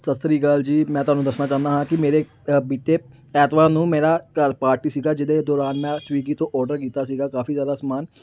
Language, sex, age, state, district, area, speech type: Punjabi, male, 18-30, Punjab, Amritsar, urban, spontaneous